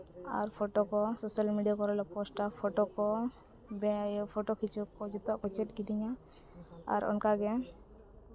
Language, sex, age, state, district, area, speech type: Santali, female, 30-45, Jharkhand, East Singhbhum, rural, spontaneous